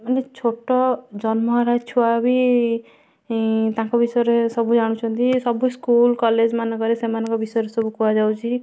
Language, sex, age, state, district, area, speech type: Odia, female, 18-30, Odisha, Kendujhar, urban, spontaneous